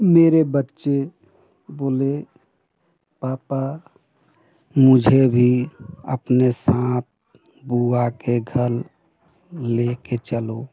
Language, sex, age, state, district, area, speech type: Hindi, male, 45-60, Uttar Pradesh, Prayagraj, urban, spontaneous